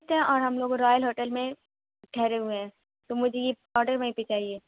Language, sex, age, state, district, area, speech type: Urdu, female, 18-30, Uttar Pradesh, Mau, urban, conversation